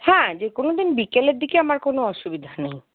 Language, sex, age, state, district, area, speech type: Bengali, female, 60+, West Bengal, Paschim Bardhaman, urban, conversation